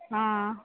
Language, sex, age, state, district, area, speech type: Tamil, male, 30-45, Tamil Nadu, Tiruchirappalli, rural, conversation